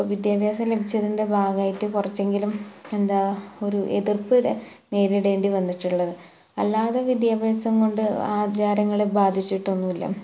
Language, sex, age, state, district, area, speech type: Malayalam, female, 18-30, Kerala, Malappuram, rural, spontaneous